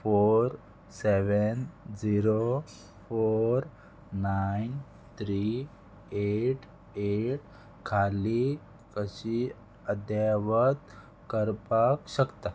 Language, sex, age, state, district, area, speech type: Goan Konkani, male, 18-30, Goa, Murmgao, urban, read